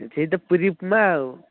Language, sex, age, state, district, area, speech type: Odia, male, 18-30, Odisha, Kendrapara, urban, conversation